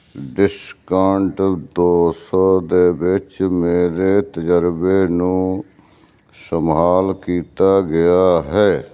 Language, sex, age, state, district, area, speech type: Punjabi, male, 60+, Punjab, Fazilka, rural, read